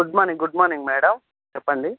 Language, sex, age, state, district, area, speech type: Telugu, male, 30-45, Andhra Pradesh, Anantapur, rural, conversation